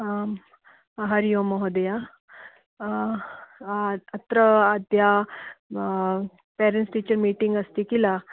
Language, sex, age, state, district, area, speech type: Sanskrit, female, 45-60, Karnataka, Belgaum, urban, conversation